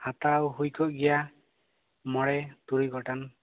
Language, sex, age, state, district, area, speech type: Santali, male, 18-30, West Bengal, Bankura, rural, conversation